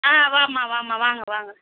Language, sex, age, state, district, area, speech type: Tamil, female, 45-60, Tamil Nadu, Sivaganga, rural, conversation